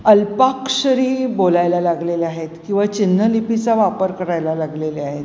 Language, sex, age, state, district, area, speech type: Marathi, female, 60+, Maharashtra, Mumbai Suburban, urban, spontaneous